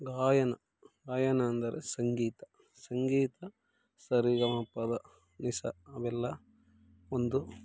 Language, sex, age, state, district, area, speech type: Kannada, male, 30-45, Karnataka, Mandya, rural, spontaneous